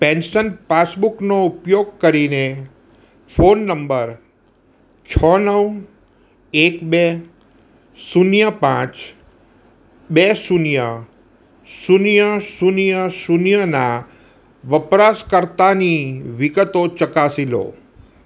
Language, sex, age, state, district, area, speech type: Gujarati, male, 60+, Gujarat, Surat, urban, read